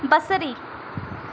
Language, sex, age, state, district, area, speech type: Sindhi, female, 18-30, Madhya Pradesh, Katni, urban, read